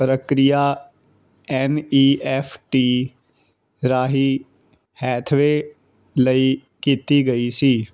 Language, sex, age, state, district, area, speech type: Punjabi, male, 18-30, Punjab, Fazilka, rural, read